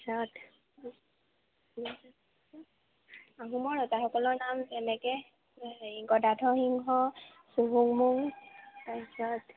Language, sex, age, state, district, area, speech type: Assamese, female, 18-30, Assam, Sivasagar, urban, conversation